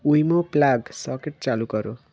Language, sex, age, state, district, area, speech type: Bengali, male, 18-30, West Bengal, South 24 Parganas, rural, read